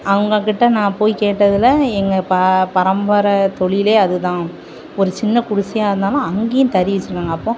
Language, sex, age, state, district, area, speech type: Tamil, female, 30-45, Tamil Nadu, Thoothukudi, urban, spontaneous